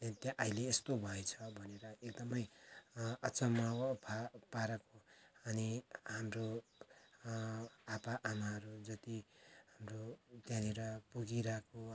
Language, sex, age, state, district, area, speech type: Nepali, male, 45-60, West Bengal, Kalimpong, rural, spontaneous